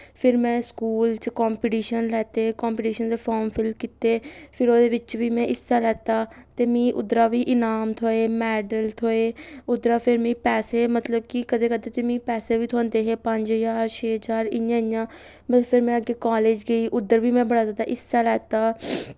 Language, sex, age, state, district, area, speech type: Dogri, female, 18-30, Jammu and Kashmir, Samba, rural, spontaneous